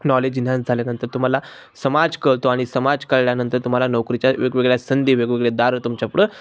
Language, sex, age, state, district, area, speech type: Marathi, male, 18-30, Maharashtra, Ahmednagar, urban, spontaneous